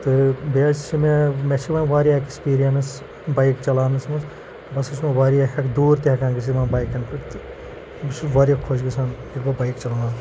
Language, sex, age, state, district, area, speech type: Kashmiri, male, 30-45, Jammu and Kashmir, Pulwama, rural, spontaneous